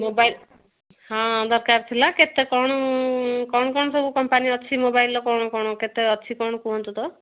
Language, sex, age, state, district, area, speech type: Odia, female, 30-45, Odisha, Kendujhar, urban, conversation